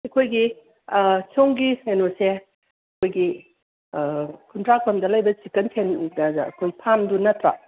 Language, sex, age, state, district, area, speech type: Manipuri, female, 60+, Manipur, Imphal East, rural, conversation